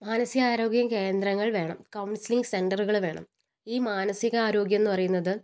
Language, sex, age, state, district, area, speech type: Malayalam, female, 18-30, Kerala, Kozhikode, urban, spontaneous